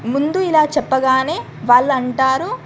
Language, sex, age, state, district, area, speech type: Telugu, female, 18-30, Telangana, Medak, rural, spontaneous